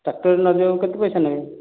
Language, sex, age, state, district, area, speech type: Odia, male, 45-60, Odisha, Nayagarh, rural, conversation